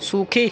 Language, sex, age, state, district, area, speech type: Bengali, male, 18-30, West Bengal, North 24 Parganas, rural, read